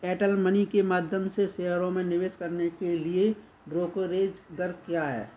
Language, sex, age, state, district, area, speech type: Hindi, male, 30-45, Madhya Pradesh, Gwalior, rural, read